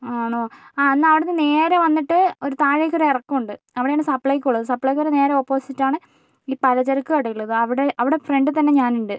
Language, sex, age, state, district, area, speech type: Malayalam, female, 18-30, Kerala, Wayanad, rural, spontaneous